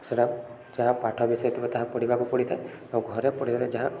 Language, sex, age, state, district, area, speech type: Odia, male, 18-30, Odisha, Subarnapur, urban, spontaneous